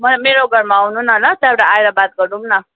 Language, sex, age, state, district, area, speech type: Nepali, female, 18-30, West Bengal, Darjeeling, rural, conversation